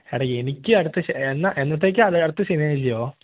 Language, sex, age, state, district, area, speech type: Malayalam, male, 18-30, Kerala, Idukki, rural, conversation